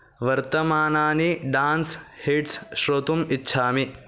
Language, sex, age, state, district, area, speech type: Sanskrit, male, 18-30, Maharashtra, Thane, urban, read